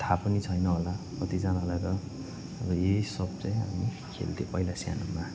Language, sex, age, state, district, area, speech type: Nepali, male, 18-30, West Bengal, Darjeeling, rural, spontaneous